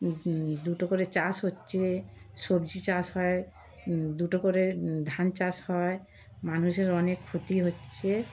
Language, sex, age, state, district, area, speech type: Bengali, female, 60+, West Bengal, Darjeeling, rural, spontaneous